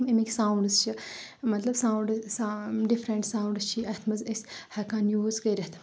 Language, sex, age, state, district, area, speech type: Kashmiri, female, 30-45, Jammu and Kashmir, Kupwara, rural, spontaneous